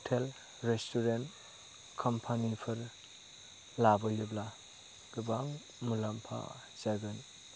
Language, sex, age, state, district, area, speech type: Bodo, male, 30-45, Assam, Chirang, rural, spontaneous